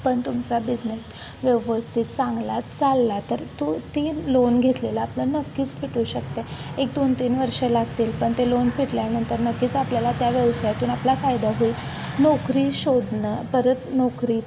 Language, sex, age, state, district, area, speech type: Marathi, female, 18-30, Maharashtra, Kolhapur, rural, spontaneous